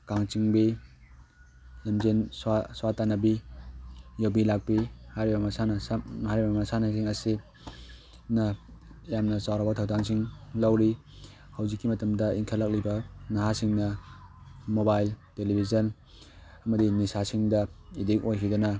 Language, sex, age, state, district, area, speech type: Manipuri, male, 18-30, Manipur, Tengnoupal, rural, spontaneous